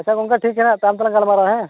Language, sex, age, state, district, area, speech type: Santali, male, 45-60, Odisha, Mayurbhanj, rural, conversation